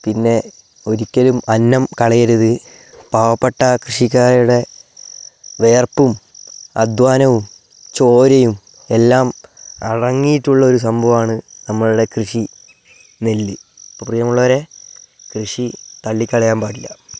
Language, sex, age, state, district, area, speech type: Malayalam, male, 18-30, Kerala, Wayanad, rural, spontaneous